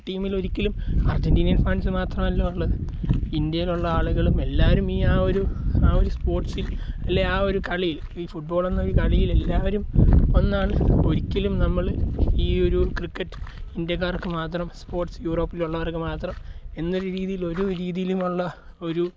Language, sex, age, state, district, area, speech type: Malayalam, male, 18-30, Kerala, Alappuzha, rural, spontaneous